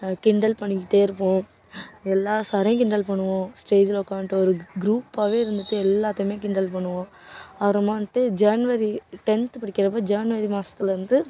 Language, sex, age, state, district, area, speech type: Tamil, female, 18-30, Tamil Nadu, Nagapattinam, urban, spontaneous